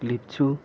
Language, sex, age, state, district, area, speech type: Nepali, male, 45-60, West Bengal, Kalimpong, rural, spontaneous